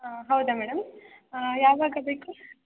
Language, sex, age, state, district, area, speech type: Kannada, female, 18-30, Karnataka, Chikkamagaluru, rural, conversation